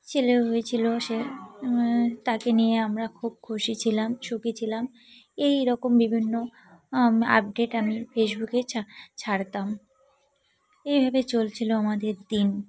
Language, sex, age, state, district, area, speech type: Bengali, female, 30-45, West Bengal, Cooch Behar, urban, spontaneous